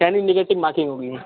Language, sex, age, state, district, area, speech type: Hindi, male, 30-45, Bihar, Darbhanga, rural, conversation